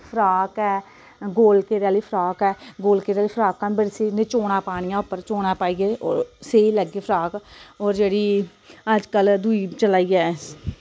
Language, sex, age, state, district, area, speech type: Dogri, female, 30-45, Jammu and Kashmir, Samba, urban, spontaneous